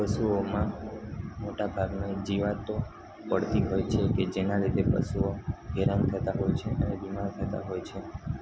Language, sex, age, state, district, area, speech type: Gujarati, male, 18-30, Gujarat, Narmada, urban, spontaneous